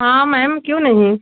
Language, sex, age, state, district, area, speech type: Hindi, female, 30-45, Uttar Pradesh, Chandauli, rural, conversation